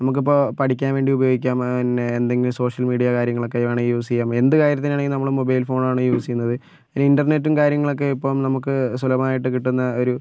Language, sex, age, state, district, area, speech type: Malayalam, male, 18-30, Kerala, Kozhikode, urban, spontaneous